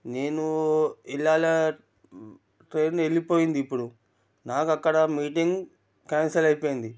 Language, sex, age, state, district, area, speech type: Telugu, male, 45-60, Telangana, Ranga Reddy, rural, spontaneous